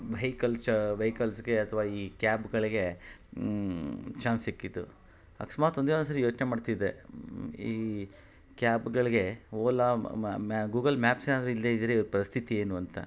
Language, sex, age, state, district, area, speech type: Kannada, male, 45-60, Karnataka, Kolar, urban, spontaneous